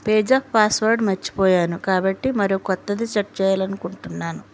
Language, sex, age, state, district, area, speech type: Telugu, female, 60+, Andhra Pradesh, West Godavari, rural, read